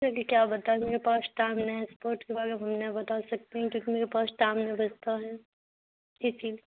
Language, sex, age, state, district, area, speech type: Urdu, female, 18-30, Bihar, Khagaria, urban, conversation